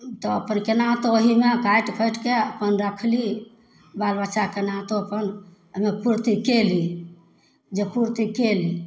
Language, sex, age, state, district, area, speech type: Maithili, female, 45-60, Bihar, Samastipur, rural, spontaneous